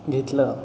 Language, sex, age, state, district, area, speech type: Marathi, male, 30-45, Maharashtra, Satara, urban, spontaneous